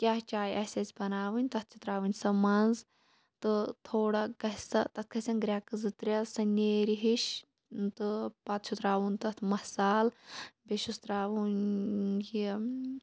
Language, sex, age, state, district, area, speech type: Kashmiri, female, 18-30, Jammu and Kashmir, Kulgam, rural, spontaneous